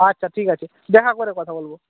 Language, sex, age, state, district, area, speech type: Bengali, male, 18-30, West Bengal, Purba Medinipur, rural, conversation